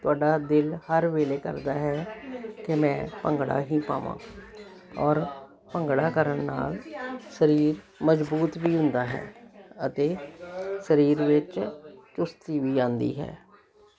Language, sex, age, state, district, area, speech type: Punjabi, female, 60+, Punjab, Jalandhar, urban, spontaneous